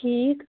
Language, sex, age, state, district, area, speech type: Kashmiri, female, 30-45, Jammu and Kashmir, Shopian, rural, conversation